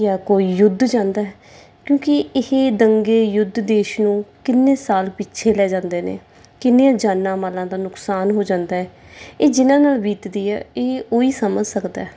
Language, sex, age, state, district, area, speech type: Punjabi, female, 30-45, Punjab, Mansa, urban, spontaneous